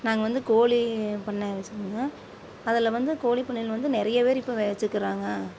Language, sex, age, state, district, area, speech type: Tamil, female, 45-60, Tamil Nadu, Coimbatore, rural, spontaneous